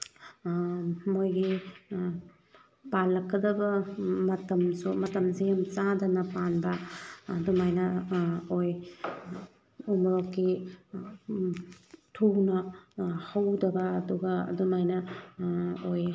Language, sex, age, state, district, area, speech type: Manipuri, female, 30-45, Manipur, Thoubal, rural, spontaneous